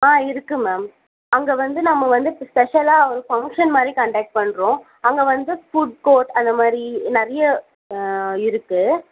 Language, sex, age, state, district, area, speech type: Tamil, female, 45-60, Tamil Nadu, Tiruvallur, urban, conversation